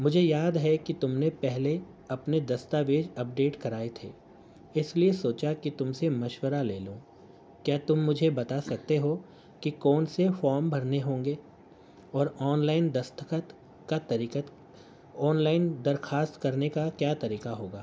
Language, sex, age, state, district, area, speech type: Urdu, male, 45-60, Uttar Pradesh, Gautam Buddha Nagar, urban, spontaneous